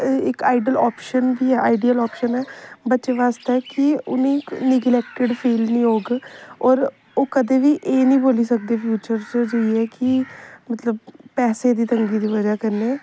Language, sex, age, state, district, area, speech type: Dogri, female, 18-30, Jammu and Kashmir, Samba, rural, spontaneous